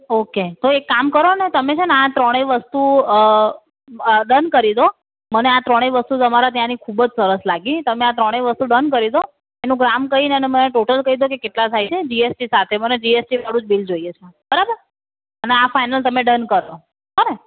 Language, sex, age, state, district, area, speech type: Gujarati, female, 18-30, Gujarat, Ahmedabad, urban, conversation